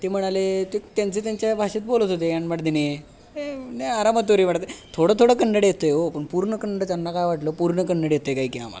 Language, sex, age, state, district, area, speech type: Marathi, male, 18-30, Maharashtra, Sangli, urban, spontaneous